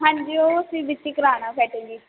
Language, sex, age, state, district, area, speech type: Punjabi, female, 18-30, Punjab, Barnala, urban, conversation